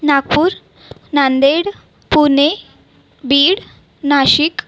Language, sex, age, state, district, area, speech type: Marathi, female, 18-30, Maharashtra, Nagpur, urban, spontaneous